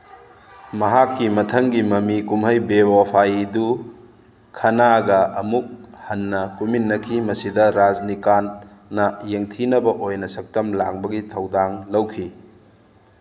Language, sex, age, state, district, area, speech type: Manipuri, male, 45-60, Manipur, Churachandpur, rural, read